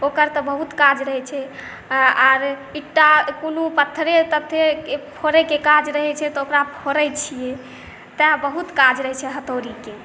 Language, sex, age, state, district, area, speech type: Maithili, female, 18-30, Bihar, Saharsa, rural, spontaneous